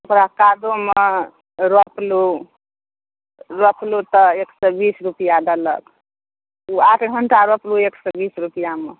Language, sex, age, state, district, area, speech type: Maithili, female, 30-45, Bihar, Supaul, rural, conversation